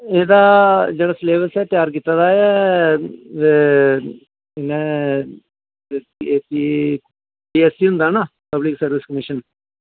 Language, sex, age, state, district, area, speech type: Dogri, male, 45-60, Jammu and Kashmir, Jammu, rural, conversation